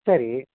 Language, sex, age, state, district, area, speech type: Tamil, male, 45-60, Tamil Nadu, Erode, urban, conversation